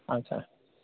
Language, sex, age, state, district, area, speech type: Bodo, male, 30-45, Assam, Udalguri, urban, conversation